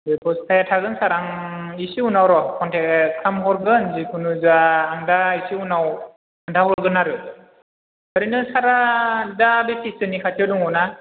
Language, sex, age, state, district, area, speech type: Bodo, male, 30-45, Assam, Chirang, rural, conversation